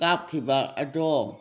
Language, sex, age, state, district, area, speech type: Manipuri, female, 60+, Manipur, Kangpokpi, urban, read